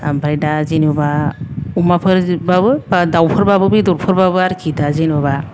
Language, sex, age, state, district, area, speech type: Bodo, female, 45-60, Assam, Kokrajhar, urban, spontaneous